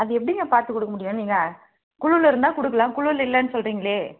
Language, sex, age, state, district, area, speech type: Tamil, female, 30-45, Tamil Nadu, Tirupattur, rural, conversation